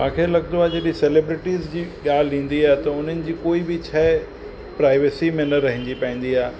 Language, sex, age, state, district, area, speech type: Sindhi, male, 45-60, Uttar Pradesh, Lucknow, rural, spontaneous